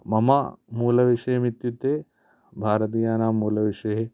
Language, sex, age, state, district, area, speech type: Sanskrit, male, 18-30, Kerala, Idukki, urban, spontaneous